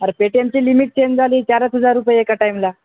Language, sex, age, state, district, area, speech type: Marathi, male, 18-30, Maharashtra, Hingoli, urban, conversation